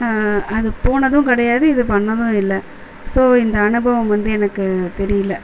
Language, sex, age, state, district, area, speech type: Tamil, female, 30-45, Tamil Nadu, Chennai, urban, spontaneous